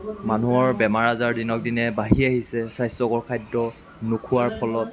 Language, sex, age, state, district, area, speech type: Assamese, male, 45-60, Assam, Lakhimpur, rural, spontaneous